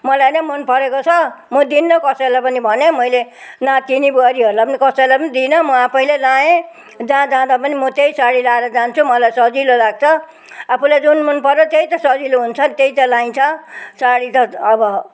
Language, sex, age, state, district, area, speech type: Nepali, female, 60+, West Bengal, Jalpaiguri, rural, spontaneous